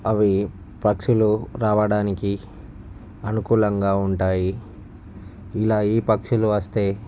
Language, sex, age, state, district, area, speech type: Telugu, male, 45-60, Andhra Pradesh, Visakhapatnam, urban, spontaneous